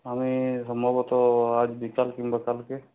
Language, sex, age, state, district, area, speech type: Bengali, male, 30-45, West Bengal, Purulia, urban, conversation